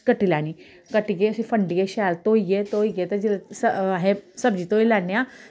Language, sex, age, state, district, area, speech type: Dogri, female, 30-45, Jammu and Kashmir, Samba, urban, spontaneous